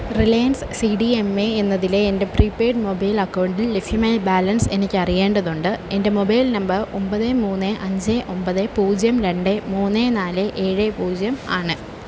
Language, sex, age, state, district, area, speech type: Malayalam, female, 18-30, Kerala, Kollam, rural, read